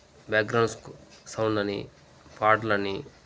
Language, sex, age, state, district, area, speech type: Telugu, male, 30-45, Telangana, Jangaon, rural, spontaneous